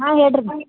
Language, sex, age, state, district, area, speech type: Kannada, female, 18-30, Karnataka, Gulbarga, urban, conversation